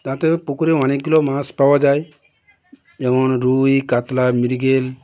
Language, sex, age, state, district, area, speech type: Bengali, male, 60+, West Bengal, Birbhum, urban, spontaneous